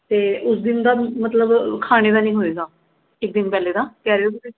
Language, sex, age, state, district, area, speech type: Punjabi, female, 30-45, Punjab, Mohali, urban, conversation